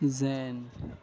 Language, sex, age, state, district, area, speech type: Urdu, male, 18-30, Uttar Pradesh, Gautam Buddha Nagar, rural, spontaneous